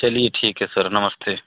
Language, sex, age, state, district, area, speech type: Hindi, male, 18-30, Uttar Pradesh, Pratapgarh, rural, conversation